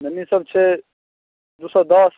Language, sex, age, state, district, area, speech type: Maithili, male, 18-30, Bihar, Darbhanga, rural, conversation